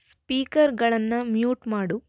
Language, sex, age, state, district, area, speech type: Kannada, female, 18-30, Karnataka, Shimoga, rural, read